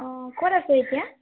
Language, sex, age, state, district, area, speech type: Assamese, female, 18-30, Assam, Tinsukia, urban, conversation